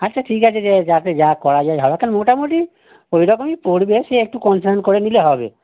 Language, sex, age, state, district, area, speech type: Bengali, male, 60+, West Bengal, North 24 Parganas, urban, conversation